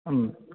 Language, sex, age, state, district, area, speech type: Sanskrit, male, 18-30, Karnataka, Dakshina Kannada, rural, conversation